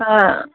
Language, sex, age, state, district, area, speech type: Tamil, female, 30-45, Tamil Nadu, Dharmapuri, urban, conversation